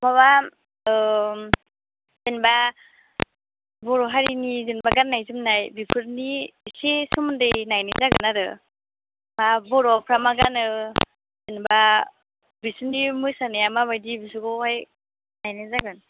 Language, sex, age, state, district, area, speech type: Bodo, female, 18-30, Assam, Chirang, rural, conversation